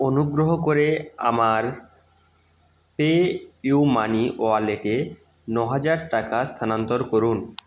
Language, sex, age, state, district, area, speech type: Bengali, male, 30-45, West Bengal, Purba Medinipur, rural, read